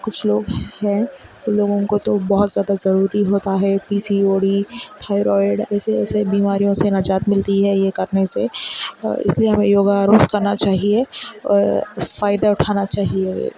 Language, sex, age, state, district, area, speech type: Urdu, female, 18-30, Telangana, Hyderabad, urban, spontaneous